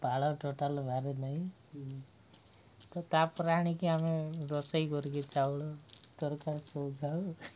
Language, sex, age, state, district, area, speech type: Odia, male, 30-45, Odisha, Koraput, urban, spontaneous